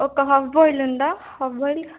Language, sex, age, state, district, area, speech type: Telugu, female, 18-30, Telangana, Jangaon, urban, conversation